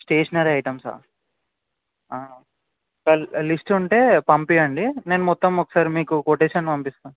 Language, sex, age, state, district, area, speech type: Telugu, male, 18-30, Telangana, Vikarabad, urban, conversation